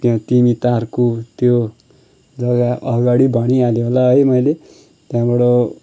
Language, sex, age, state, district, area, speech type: Nepali, male, 30-45, West Bengal, Kalimpong, rural, spontaneous